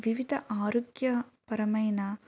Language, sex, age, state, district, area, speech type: Telugu, female, 18-30, Andhra Pradesh, Eluru, rural, spontaneous